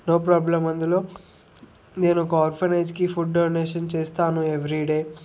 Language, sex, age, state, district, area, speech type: Telugu, male, 30-45, Andhra Pradesh, Chittoor, rural, spontaneous